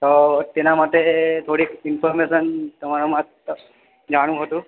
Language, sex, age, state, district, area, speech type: Gujarati, male, 18-30, Gujarat, Narmada, rural, conversation